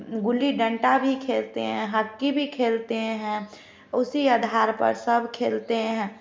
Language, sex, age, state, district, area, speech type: Hindi, female, 30-45, Bihar, Samastipur, rural, spontaneous